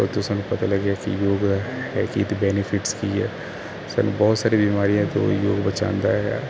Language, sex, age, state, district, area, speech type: Punjabi, male, 30-45, Punjab, Kapurthala, urban, spontaneous